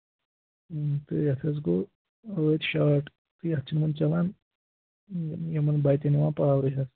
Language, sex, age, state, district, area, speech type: Kashmiri, male, 18-30, Jammu and Kashmir, Pulwama, urban, conversation